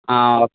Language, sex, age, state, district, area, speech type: Malayalam, male, 18-30, Kerala, Malappuram, rural, conversation